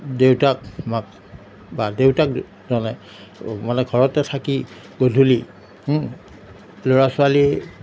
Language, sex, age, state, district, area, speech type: Assamese, male, 60+, Assam, Darrang, rural, spontaneous